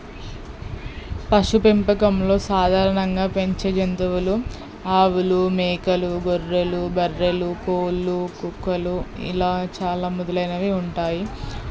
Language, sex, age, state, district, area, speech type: Telugu, female, 18-30, Telangana, Peddapalli, rural, spontaneous